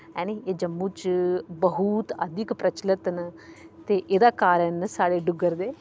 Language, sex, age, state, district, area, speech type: Dogri, female, 30-45, Jammu and Kashmir, Udhampur, urban, spontaneous